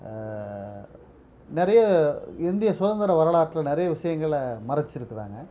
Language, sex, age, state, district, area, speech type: Tamil, male, 45-60, Tamil Nadu, Perambalur, urban, spontaneous